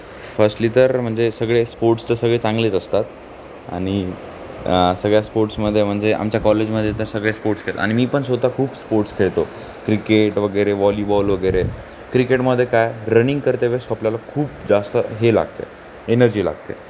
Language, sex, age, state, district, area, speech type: Marathi, male, 18-30, Maharashtra, Nanded, urban, spontaneous